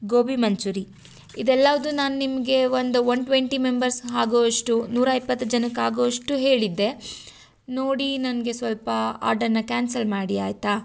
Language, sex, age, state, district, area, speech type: Kannada, female, 18-30, Karnataka, Tumkur, rural, spontaneous